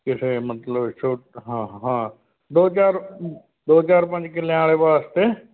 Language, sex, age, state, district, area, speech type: Punjabi, male, 60+, Punjab, Bathinda, rural, conversation